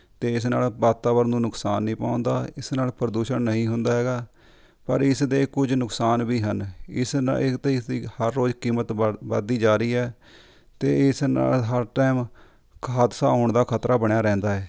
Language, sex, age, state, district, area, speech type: Punjabi, male, 30-45, Punjab, Rupnagar, rural, spontaneous